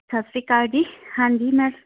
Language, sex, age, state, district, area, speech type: Punjabi, female, 45-60, Punjab, Muktsar, urban, conversation